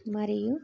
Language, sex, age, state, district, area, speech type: Telugu, female, 30-45, Telangana, Jagtial, rural, spontaneous